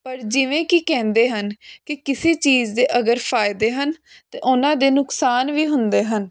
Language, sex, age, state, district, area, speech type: Punjabi, female, 18-30, Punjab, Jalandhar, urban, spontaneous